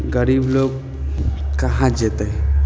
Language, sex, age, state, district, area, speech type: Maithili, male, 18-30, Bihar, Samastipur, rural, spontaneous